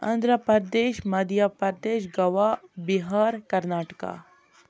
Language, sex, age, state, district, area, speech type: Kashmiri, female, 30-45, Jammu and Kashmir, Baramulla, rural, spontaneous